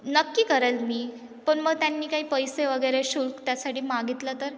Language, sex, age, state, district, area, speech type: Marathi, female, 18-30, Maharashtra, Ahmednagar, urban, spontaneous